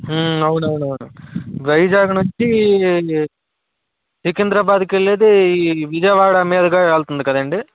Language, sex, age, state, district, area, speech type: Telugu, male, 18-30, Andhra Pradesh, Vizianagaram, rural, conversation